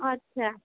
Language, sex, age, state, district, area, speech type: Maithili, female, 30-45, Bihar, Purnia, rural, conversation